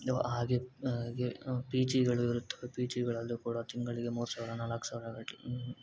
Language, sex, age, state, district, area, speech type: Kannada, male, 18-30, Karnataka, Davanagere, urban, spontaneous